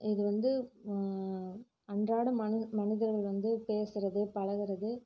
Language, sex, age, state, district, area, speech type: Tamil, female, 30-45, Tamil Nadu, Namakkal, rural, spontaneous